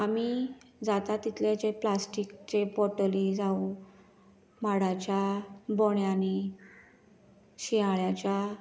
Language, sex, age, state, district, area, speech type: Goan Konkani, female, 30-45, Goa, Canacona, rural, spontaneous